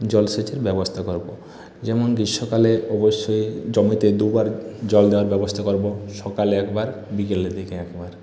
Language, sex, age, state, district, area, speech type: Bengali, male, 45-60, West Bengal, Purulia, urban, spontaneous